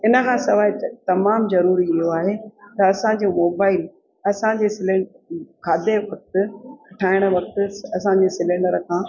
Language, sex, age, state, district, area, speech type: Sindhi, female, 60+, Rajasthan, Ajmer, urban, spontaneous